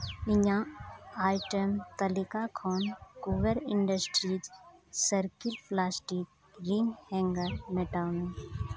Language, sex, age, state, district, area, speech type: Santali, female, 30-45, Jharkhand, Seraikela Kharsawan, rural, read